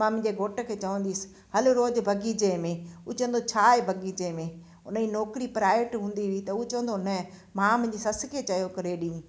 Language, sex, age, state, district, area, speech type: Sindhi, female, 60+, Gujarat, Kutch, rural, spontaneous